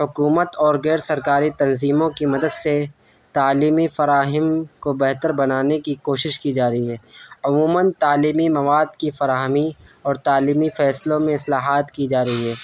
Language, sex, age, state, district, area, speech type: Urdu, male, 18-30, Delhi, East Delhi, urban, spontaneous